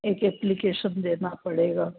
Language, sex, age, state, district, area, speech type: Hindi, female, 60+, Madhya Pradesh, Jabalpur, urban, conversation